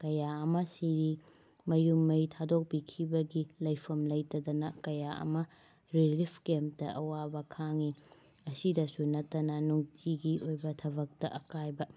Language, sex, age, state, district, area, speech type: Manipuri, female, 45-60, Manipur, Imphal West, urban, spontaneous